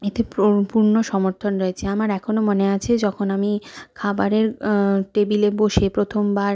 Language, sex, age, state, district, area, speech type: Bengali, female, 60+, West Bengal, Purulia, rural, spontaneous